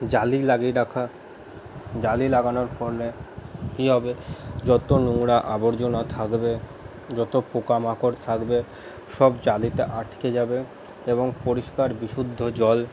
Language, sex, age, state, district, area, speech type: Bengali, male, 45-60, West Bengal, Paschim Bardhaman, urban, spontaneous